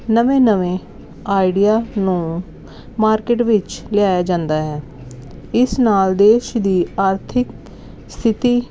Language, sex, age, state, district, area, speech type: Punjabi, female, 30-45, Punjab, Jalandhar, urban, spontaneous